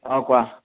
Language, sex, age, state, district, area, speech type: Assamese, male, 18-30, Assam, Kamrup Metropolitan, urban, conversation